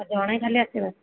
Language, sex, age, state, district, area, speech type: Odia, female, 30-45, Odisha, Sambalpur, rural, conversation